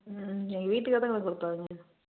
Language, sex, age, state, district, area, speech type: Tamil, female, 45-60, Tamil Nadu, Salem, rural, conversation